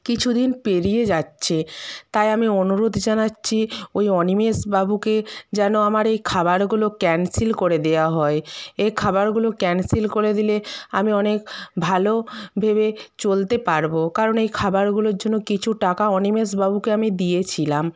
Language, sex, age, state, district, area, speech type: Bengali, female, 30-45, West Bengal, Purba Medinipur, rural, spontaneous